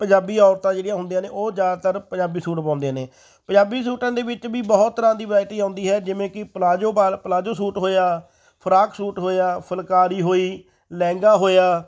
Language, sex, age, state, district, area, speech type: Punjabi, male, 30-45, Punjab, Fatehgarh Sahib, rural, spontaneous